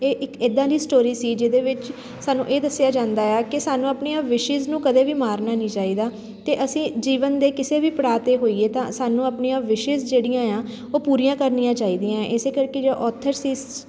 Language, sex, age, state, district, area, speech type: Punjabi, female, 30-45, Punjab, Shaheed Bhagat Singh Nagar, urban, spontaneous